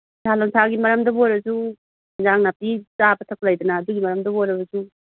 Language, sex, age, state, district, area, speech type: Manipuri, female, 60+, Manipur, Kangpokpi, urban, conversation